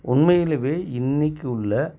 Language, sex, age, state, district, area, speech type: Tamil, male, 45-60, Tamil Nadu, Perambalur, rural, spontaneous